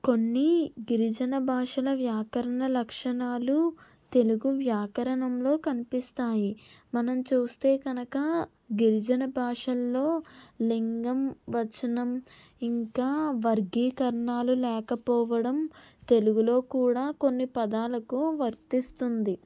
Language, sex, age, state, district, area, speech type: Telugu, female, 18-30, Andhra Pradesh, N T Rama Rao, urban, spontaneous